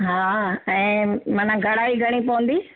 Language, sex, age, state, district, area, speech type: Sindhi, female, 60+, Gujarat, Surat, urban, conversation